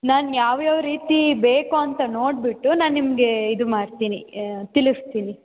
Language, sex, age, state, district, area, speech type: Kannada, female, 18-30, Karnataka, Chikkaballapur, rural, conversation